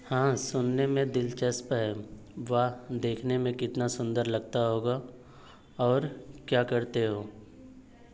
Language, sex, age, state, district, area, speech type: Hindi, male, 30-45, Uttar Pradesh, Azamgarh, rural, read